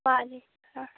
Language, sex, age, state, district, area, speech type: Manipuri, female, 18-30, Manipur, Kakching, rural, conversation